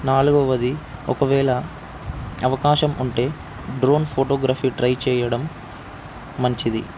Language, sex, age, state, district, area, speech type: Telugu, male, 18-30, Telangana, Ranga Reddy, urban, spontaneous